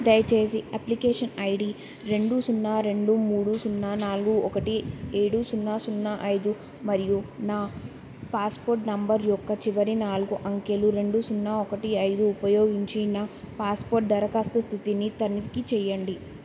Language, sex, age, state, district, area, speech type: Telugu, female, 18-30, Telangana, Yadadri Bhuvanagiri, urban, read